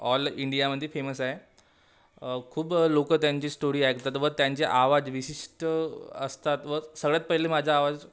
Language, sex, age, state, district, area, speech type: Marathi, male, 18-30, Maharashtra, Wardha, urban, spontaneous